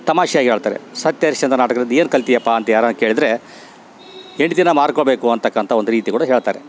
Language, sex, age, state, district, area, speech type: Kannada, male, 60+, Karnataka, Bellary, rural, spontaneous